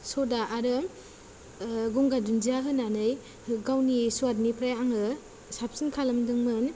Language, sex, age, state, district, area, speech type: Bodo, female, 18-30, Assam, Kokrajhar, rural, spontaneous